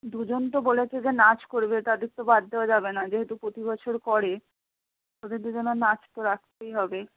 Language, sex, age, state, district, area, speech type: Bengali, female, 60+, West Bengal, Purba Bardhaman, urban, conversation